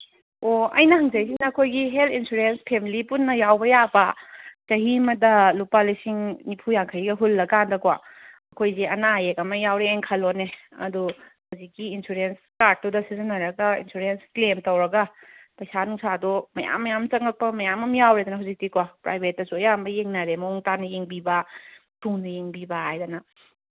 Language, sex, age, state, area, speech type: Manipuri, female, 30-45, Manipur, urban, conversation